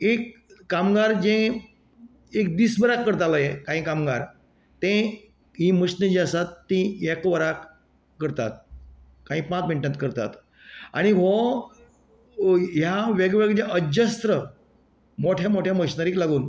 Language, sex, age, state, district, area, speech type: Goan Konkani, male, 60+, Goa, Canacona, rural, spontaneous